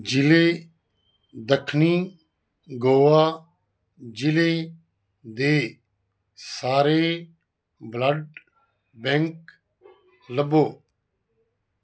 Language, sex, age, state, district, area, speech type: Punjabi, male, 60+, Punjab, Fazilka, rural, read